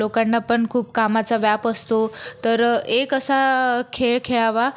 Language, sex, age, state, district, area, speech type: Marathi, female, 30-45, Maharashtra, Buldhana, rural, spontaneous